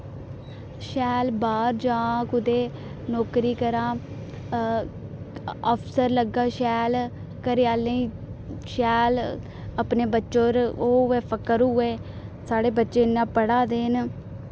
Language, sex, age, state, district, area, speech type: Dogri, female, 18-30, Jammu and Kashmir, Reasi, rural, spontaneous